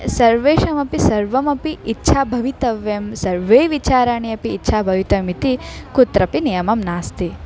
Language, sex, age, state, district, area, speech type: Sanskrit, female, 18-30, Karnataka, Dharwad, urban, spontaneous